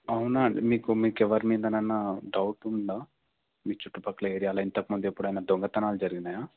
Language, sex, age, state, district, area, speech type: Telugu, male, 18-30, Telangana, Medchal, rural, conversation